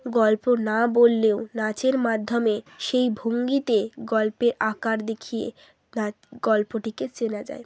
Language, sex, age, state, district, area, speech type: Bengali, female, 30-45, West Bengal, Bankura, urban, spontaneous